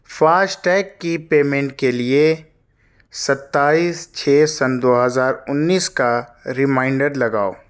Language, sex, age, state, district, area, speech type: Urdu, male, 30-45, Delhi, South Delhi, urban, read